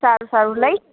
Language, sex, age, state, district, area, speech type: Gujarati, female, 30-45, Gujarat, Morbi, rural, conversation